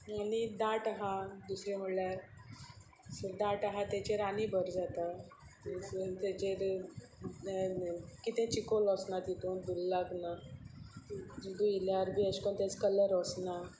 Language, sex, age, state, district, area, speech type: Goan Konkani, female, 45-60, Goa, Sanguem, rural, spontaneous